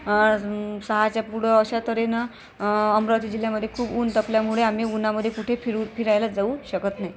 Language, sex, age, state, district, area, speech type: Marathi, female, 30-45, Maharashtra, Amravati, urban, spontaneous